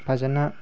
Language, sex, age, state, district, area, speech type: Manipuri, male, 18-30, Manipur, Tengnoupal, urban, spontaneous